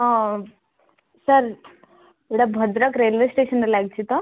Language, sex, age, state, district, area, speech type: Odia, female, 18-30, Odisha, Bhadrak, rural, conversation